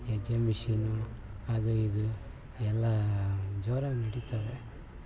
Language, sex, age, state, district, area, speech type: Kannada, male, 60+, Karnataka, Mysore, rural, spontaneous